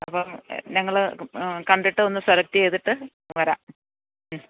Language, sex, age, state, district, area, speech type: Malayalam, female, 60+, Kerala, Idukki, rural, conversation